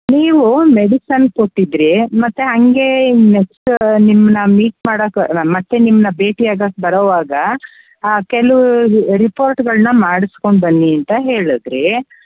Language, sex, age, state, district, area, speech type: Kannada, female, 45-60, Karnataka, Tumkur, rural, conversation